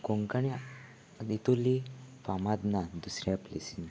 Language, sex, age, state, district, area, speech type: Goan Konkani, male, 18-30, Goa, Salcete, rural, spontaneous